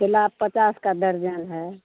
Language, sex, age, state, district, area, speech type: Hindi, female, 60+, Bihar, Madhepura, urban, conversation